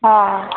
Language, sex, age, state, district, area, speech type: Odia, female, 18-30, Odisha, Balangir, urban, conversation